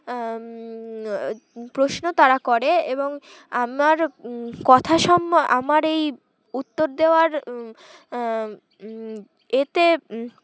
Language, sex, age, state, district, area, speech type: Bengali, female, 18-30, West Bengal, Uttar Dinajpur, urban, spontaneous